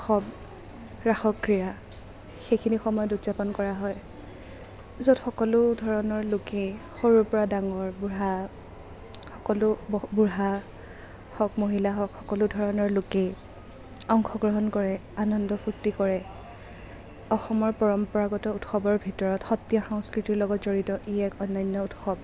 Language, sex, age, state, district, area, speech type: Assamese, female, 30-45, Assam, Kamrup Metropolitan, urban, spontaneous